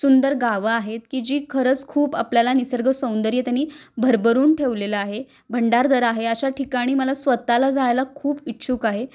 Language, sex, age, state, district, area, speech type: Marathi, female, 30-45, Maharashtra, Kolhapur, urban, spontaneous